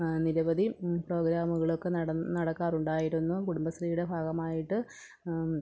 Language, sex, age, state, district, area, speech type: Malayalam, female, 30-45, Kerala, Pathanamthitta, urban, spontaneous